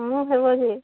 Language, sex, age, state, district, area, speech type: Odia, female, 18-30, Odisha, Subarnapur, urban, conversation